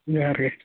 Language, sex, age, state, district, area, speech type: Santali, male, 18-30, West Bengal, Bankura, rural, conversation